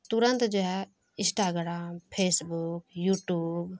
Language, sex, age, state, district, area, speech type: Urdu, female, 30-45, Bihar, Khagaria, rural, spontaneous